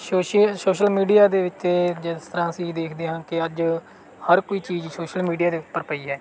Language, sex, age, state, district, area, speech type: Punjabi, male, 18-30, Punjab, Bathinda, rural, spontaneous